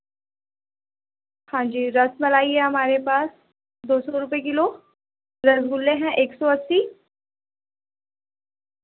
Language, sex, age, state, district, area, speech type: Urdu, female, 18-30, Delhi, North East Delhi, urban, conversation